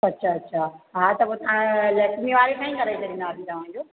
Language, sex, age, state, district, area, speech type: Sindhi, female, 60+, Rajasthan, Ajmer, urban, conversation